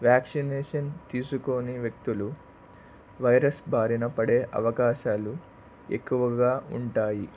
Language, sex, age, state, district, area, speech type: Telugu, male, 18-30, Andhra Pradesh, Palnadu, rural, spontaneous